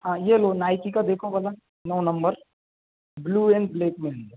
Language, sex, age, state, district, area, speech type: Hindi, male, 18-30, Madhya Pradesh, Balaghat, rural, conversation